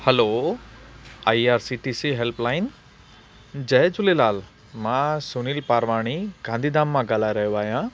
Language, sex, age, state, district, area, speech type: Sindhi, male, 30-45, Gujarat, Kutch, urban, spontaneous